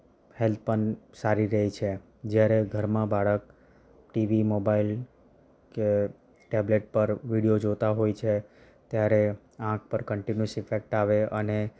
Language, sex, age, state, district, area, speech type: Gujarati, male, 30-45, Gujarat, Valsad, rural, spontaneous